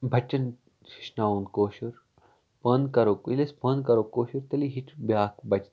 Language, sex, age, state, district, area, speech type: Kashmiri, male, 18-30, Jammu and Kashmir, Kupwara, rural, spontaneous